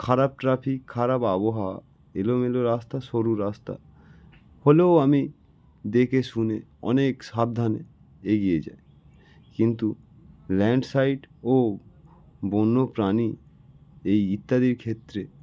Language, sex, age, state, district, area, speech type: Bengali, male, 18-30, West Bengal, North 24 Parganas, urban, spontaneous